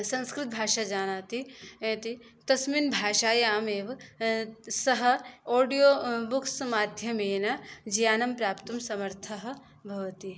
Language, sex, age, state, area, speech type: Sanskrit, female, 18-30, Uttar Pradesh, rural, spontaneous